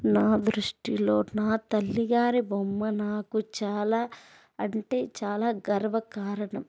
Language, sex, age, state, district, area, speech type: Telugu, female, 18-30, Andhra Pradesh, Chittoor, rural, spontaneous